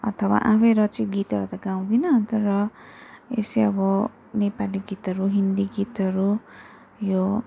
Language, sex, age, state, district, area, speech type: Nepali, female, 18-30, West Bengal, Darjeeling, rural, spontaneous